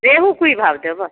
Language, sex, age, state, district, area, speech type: Maithili, female, 45-60, Bihar, Samastipur, rural, conversation